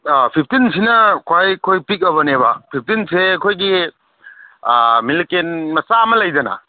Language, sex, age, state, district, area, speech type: Manipuri, male, 30-45, Manipur, Kangpokpi, urban, conversation